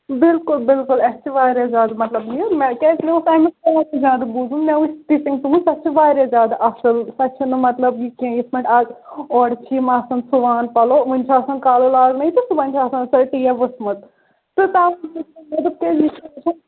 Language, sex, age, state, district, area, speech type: Kashmiri, female, 18-30, Jammu and Kashmir, Kulgam, rural, conversation